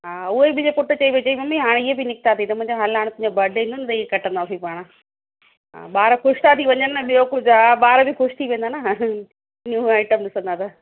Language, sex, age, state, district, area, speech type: Sindhi, female, 45-60, Gujarat, Kutch, rural, conversation